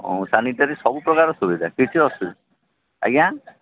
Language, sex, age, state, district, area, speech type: Odia, male, 45-60, Odisha, Sambalpur, rural, conversation